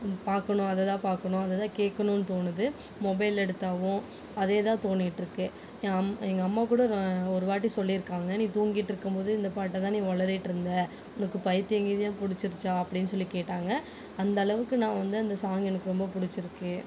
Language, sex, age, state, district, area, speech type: Tamil, female, 18-30, Tamil Nadu, Erode, rural, spontaneous